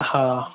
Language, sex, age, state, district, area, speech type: Sindhi, male, 18-30, Maharashtra, Thane, urban, conversation